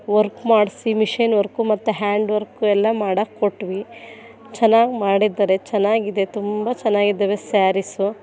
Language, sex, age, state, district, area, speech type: Kannada, female, 30-45, Karnataka, Mandya, urban, spontaneous